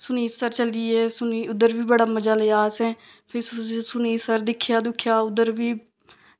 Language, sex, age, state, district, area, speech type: Dogri, female, 30-45, Jammu and Kashmir, Samba, rural, spontaneous